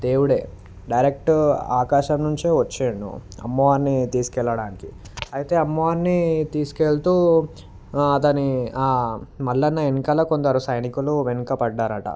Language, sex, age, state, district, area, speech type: Telugu, male, 18-30, Telangana, Vikarabad, urban, spontaneous